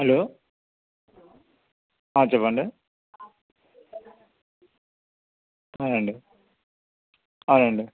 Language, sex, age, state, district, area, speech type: Telugu, male, 60+, Andhra Pradesh, Anakapalli, rural, conversation